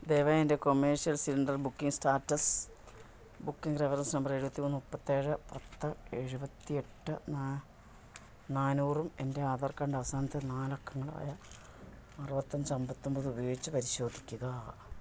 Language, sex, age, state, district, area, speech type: Malayalam, female, 45-60, Kerala, Idukki, rural, read